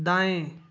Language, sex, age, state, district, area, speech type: Hindi, male, 18-30, Uttar Pradesh, Ghazipur, rural, read